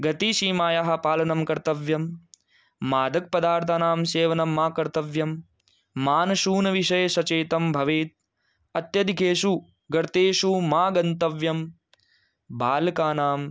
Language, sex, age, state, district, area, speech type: Sanskrit, male, 18-30, Rajasthan, Jaipur, rural, spontaneous